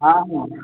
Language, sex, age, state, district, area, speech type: Sanskrit, male, 18-30, West Bengal, Cooch Behar, rural, conversation